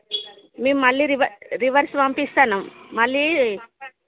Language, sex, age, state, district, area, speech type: Telugu, female, 30-45, Telangana, Jagtial, urban, conversation